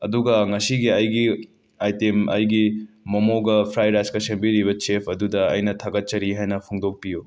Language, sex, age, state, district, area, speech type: Manipuri, male, 18-30, Manipur, Imphal West, rural, spontaneous